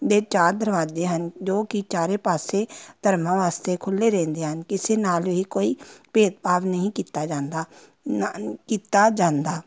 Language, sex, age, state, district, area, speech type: Punjabi, female, 30-45, Punjab, Amritsar, urban, spontaneous